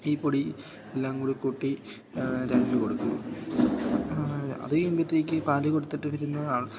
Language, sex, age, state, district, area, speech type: Malayalam, male, 18-30, Kerala, Idukki, rural, spontaneous